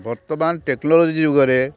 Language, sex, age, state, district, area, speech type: Odia, male, 60+, Odisha, Kendrapara, urban, spontaneous